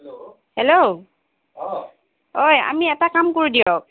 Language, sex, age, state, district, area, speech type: Assamese, female, 60+, Assam, Goalpara, urban, conversation